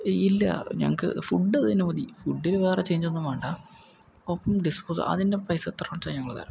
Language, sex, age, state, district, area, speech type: Malayalam, male, 18-30, Kerala, Palakkad, rural, spontaneous